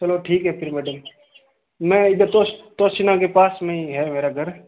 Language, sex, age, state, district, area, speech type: Hindi, male, 18-30, Rajasthan, Ajmer, urban, conversation